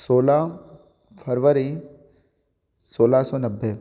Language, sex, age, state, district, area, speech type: Hindi, male, 18-30, Madhya Pradesh, Ujjain, rural, spontaneous